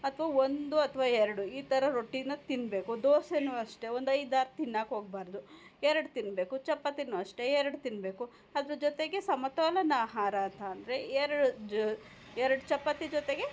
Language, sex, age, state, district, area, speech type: Kannada, female, 45-60, Karnataka, Hassan, urban, spontaneous